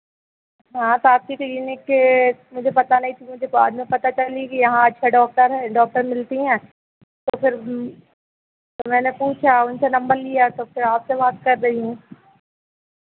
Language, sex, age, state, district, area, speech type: Hindi, female, 30-45, Madhya Pradesh, Hoshangabad, rural, conversation